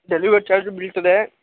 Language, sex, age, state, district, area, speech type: Kannada, male, 18-30, Karnataka, Mandya, rural, conversation